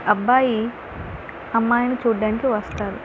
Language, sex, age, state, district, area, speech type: Telugu, female, 18-30, Andhra Pradesh, Vizianagaram, rural, spontaneous